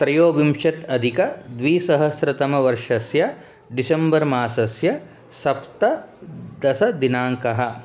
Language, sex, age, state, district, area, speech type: Sanskrit, male, 45-60, Telangana, Ranga Reddy, urban, spontaneous